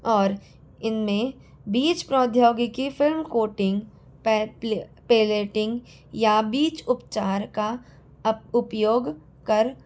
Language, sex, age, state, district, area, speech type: Hindi, female, 45-60, Rajasthan, Jaipur, urban, spontaneous